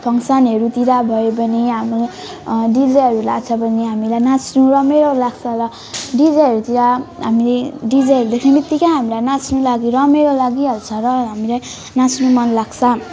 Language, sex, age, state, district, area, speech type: Nepali, female, 18-30, West Bengal, Alipurduar, urban, spontaneous